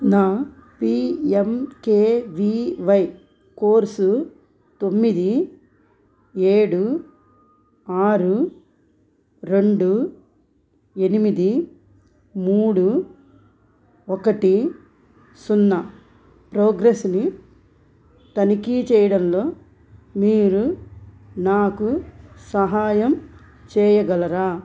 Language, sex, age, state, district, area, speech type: Telugu, female, 45-60, Andhra Pradesh, Krishna, rural, read